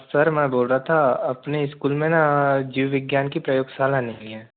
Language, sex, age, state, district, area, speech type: Hindi, male, 18-30, Madhya Pradesh, Betul, rural, conversation